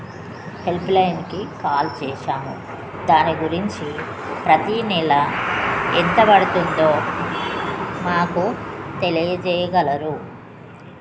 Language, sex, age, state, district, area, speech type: Telugu, female, 30-45, Telangana, Jagtial, rural, spontaneous